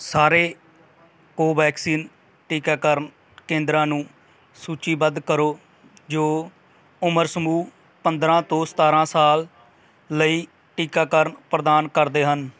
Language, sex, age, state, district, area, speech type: Punjabi, male, 30-45, Punjab, Bathinda, rural, read